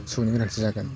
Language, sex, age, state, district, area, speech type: Bodo, male, 18-30, Assam, Udalguri, rural, spontaneous